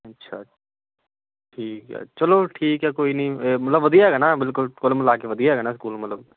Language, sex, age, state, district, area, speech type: Punjabi, male, 18-30, Punjab, Amritsar, urban, conversation